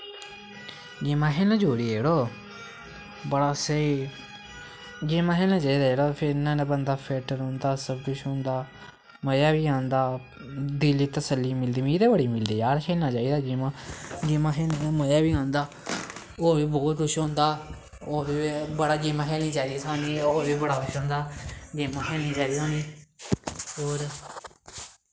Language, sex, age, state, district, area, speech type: Dogri, male, 18-30, Jammu and Kashmir, Samba, rural, spontaneous